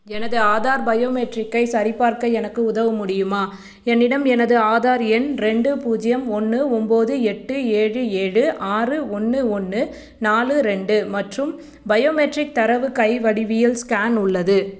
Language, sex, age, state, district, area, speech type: Tamil, female, 30-45, Tamil Nadu, Chennai, urban, read